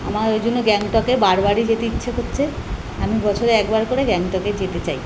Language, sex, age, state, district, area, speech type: Bengali, female, 45-60, West Bengal, Kolkata, urban, spontaneous